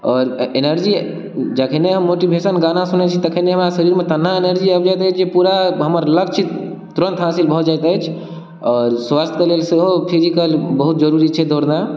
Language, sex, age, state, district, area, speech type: Maithili, male, 18-30, Bihar, Darbhanga, rural, spontaneous